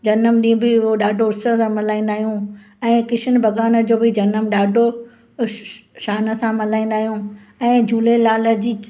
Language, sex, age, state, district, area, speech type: Sindhi, female, 60+, Gujarat, Kutch, rural, spontaneous